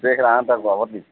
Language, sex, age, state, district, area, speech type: Telugu, male, 60+, Andhra Pradesh, Eluru, rural, conversation